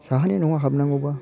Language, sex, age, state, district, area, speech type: Bodo, male, 60+, Assam, Chirang, rural, spontaneous